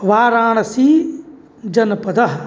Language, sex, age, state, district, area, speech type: Sanskrit, male, 45-60, Uttar Pradesh, Mirzapur, urban, spontaneous